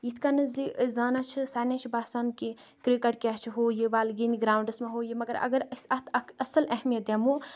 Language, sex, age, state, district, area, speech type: Kashmiri, female, 18-30, Jammu and Kashmir, Kupwara, rural, spontaneous